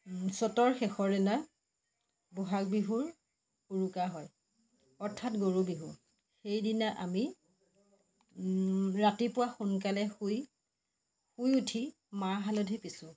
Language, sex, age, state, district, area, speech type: Assamese, female, 30-45, Assam, Jorhat, urban, spontaneous